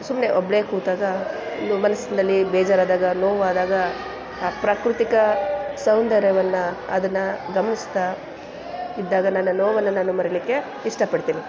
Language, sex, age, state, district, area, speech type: Kannada, female, 45-60, Karnataka, Chamarajanagar, rural, spontaneous